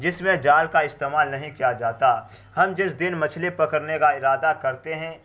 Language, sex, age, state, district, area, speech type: Urdu, male, 18-30, Bihar, Araria, rural, spontaneous